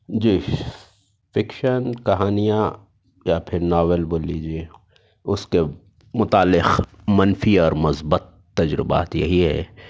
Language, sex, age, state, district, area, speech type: Urdu, male, 30-45, Telangana, Hyderabad, urban, spontaneous